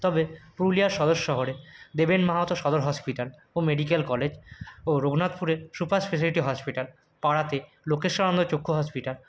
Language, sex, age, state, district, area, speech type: Bengali, male, 18-30, West Bengal, Purulia, urban, spontaneous